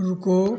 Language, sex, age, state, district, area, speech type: Hindi, male, 60+, Uttar Pradesh, Azamgarh, rural, read